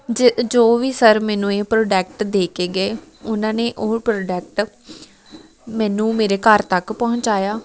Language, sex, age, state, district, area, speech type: Punjabi, female, 18-30, Punjab, Amritsar, rural, spontaneous